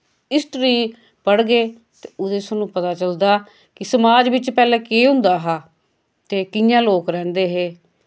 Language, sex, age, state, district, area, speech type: Dogri, female, 45-60, Jammu and Kashmir, Samba, rural, spontaneous